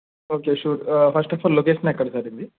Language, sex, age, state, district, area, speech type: Telugu, male, 30-45, Andhra Pradesh, N T Rama Rao, rural, conversation